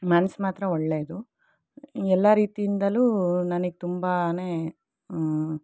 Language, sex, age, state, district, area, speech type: Kannada, female, 45-60, Karnataka, Shimoga, urban, spontaneous